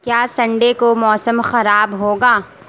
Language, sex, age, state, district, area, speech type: Urdu, female, 18-30, Uttar Pradesh, Gautam Buddha Nagar, urban, read